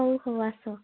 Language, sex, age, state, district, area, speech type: Odia, female, 18-30, Odisha, Koraput, urban, conversation